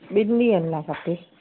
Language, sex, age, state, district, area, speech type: Sindhi, female, 30-45, Rajasthan, Ajmer, urban, conversation